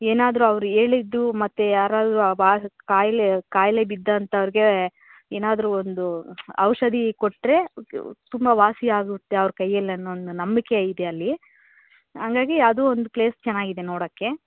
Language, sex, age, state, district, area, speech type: Kannada, female, 30-45, Karnataka, Tumkur, rural, conversation